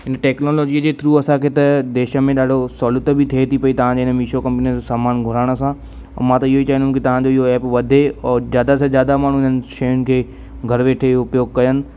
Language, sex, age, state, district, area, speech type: Sindhi, male, 18-30, Madhya Pradesh, Katni, urban, spontaneous